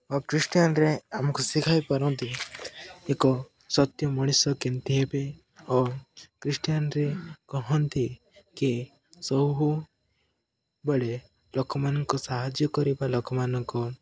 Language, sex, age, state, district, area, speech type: Odia, male, 18-30, Odisha, Koraput, urban, spontaneous